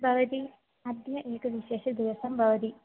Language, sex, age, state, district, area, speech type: Sanskrit, female, 18-30, Kerala, Thrissur, urban, conversation